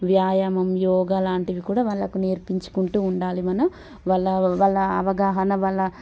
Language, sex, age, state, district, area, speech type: Telugu, female, 30-45, Telangana, Warangal, urban, spontaneous